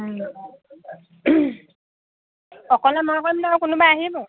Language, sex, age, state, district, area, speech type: Assamese, female, 30-45, Assam, Dibrugarh, rural, conversation